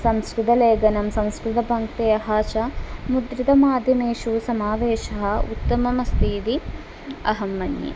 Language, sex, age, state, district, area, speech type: Sanskrit, female, 18-30, Kerala, Thrissur, rural, spontaneous